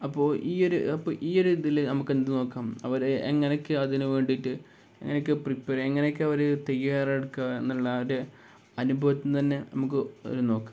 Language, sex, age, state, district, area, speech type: Malayalam, male, 18-30, Kerala, Kozhikode, rural, spontaneous